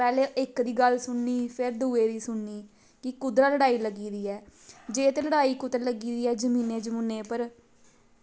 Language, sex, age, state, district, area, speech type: Dogri, female, 18-30, Jammu and Kashmir, Samba, rural, spontaneous